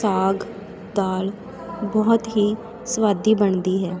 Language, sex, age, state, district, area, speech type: Punjabi, female, 30-45, Punjab, Sangrur, rural, spontaneous